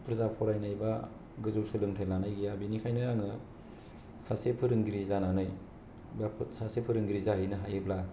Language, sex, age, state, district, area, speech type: Bodo, male, 18-30, Assam, Kokrajhar, rural, spontaneous